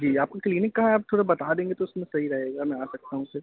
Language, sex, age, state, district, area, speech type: Hindi, male, 18-30, Madhya Pradesh, Jabalpur, urban, conversation